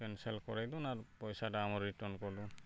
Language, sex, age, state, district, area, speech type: Odia, male, 30-45, Odisha, Subarnapur, urban, spontaneous